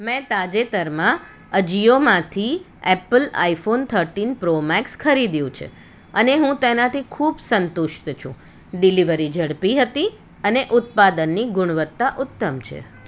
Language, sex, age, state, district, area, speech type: Gujarati, female, 45-60, Gujarat, Surat, urban, read